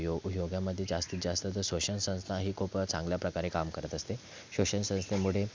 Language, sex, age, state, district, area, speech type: Marathi, male, 30-45, Maharashtra, Thane, urban, spontaneous